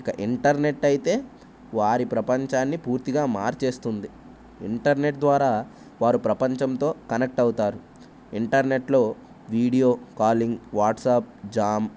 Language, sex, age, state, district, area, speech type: Telugu, male, 18-30, Telangana, Jayashankar, urban, spontaneous